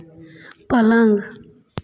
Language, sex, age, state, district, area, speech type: Hindi, female, 30-45, Uttar Pradesh, Prayagraj, urban, read